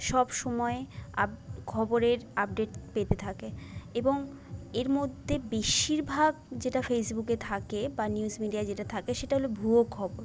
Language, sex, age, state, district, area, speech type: Bengali, female, 18-30, West Bengal, Jhargram, rural, spontaneous